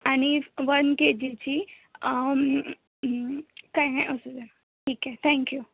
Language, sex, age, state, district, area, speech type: Marathi, female, 18-30, Maharashtra, Nagpur, urban, conversation